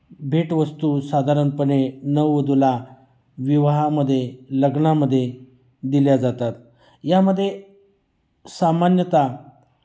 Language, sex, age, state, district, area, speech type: Marathi, male, 45-60, Maharashtra, Nashik, rural, spontaneous